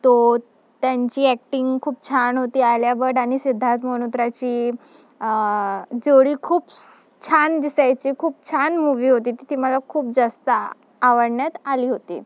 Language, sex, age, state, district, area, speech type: Marathi, female, 18-30, Maharashtra, Wardha, rural, spontaneous